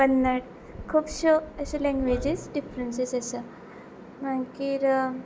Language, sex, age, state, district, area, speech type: Goan Konkani, female, 18-30, Goa, Ponda, rural, spontaneous